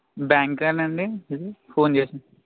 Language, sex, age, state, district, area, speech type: Telugu, male, 18-30, Andhra Pradesh, Eluru, rural, conversation